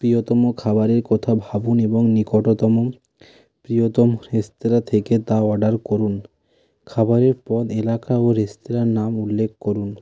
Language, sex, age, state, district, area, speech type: Bengali, male, 30-45, West Bengal, Hooghly, urban, spontaneous